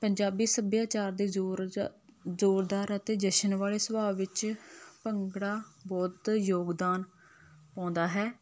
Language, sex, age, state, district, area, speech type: Punjabi, female, 30-45, Punjab, Hoshiarpur, rural, spontaneous